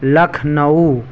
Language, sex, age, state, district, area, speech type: Urdu, male, 18-30, Delhi, South Delhi, rural, spontaneous